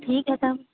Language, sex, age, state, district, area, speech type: Urdu, female, 18-30, Uttar Pradesh, Mau, urban, conversation